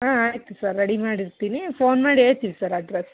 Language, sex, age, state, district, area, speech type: Kannada, female, 30-45, Karnataka, Chitradurga, urban, conversation